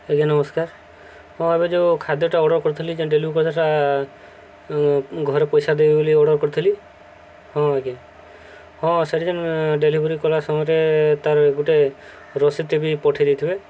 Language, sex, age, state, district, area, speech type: Odia, male, 18-30, Odisha, Subarnapur, urban, spontaneous